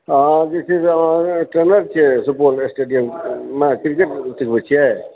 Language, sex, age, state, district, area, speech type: Maithili, male, 45-60, Bihar, Supaul, rural, conversation